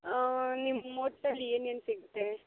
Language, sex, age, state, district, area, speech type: Kannada, female, 18-30, Karnataka, Bangalore Rural, rural, conversation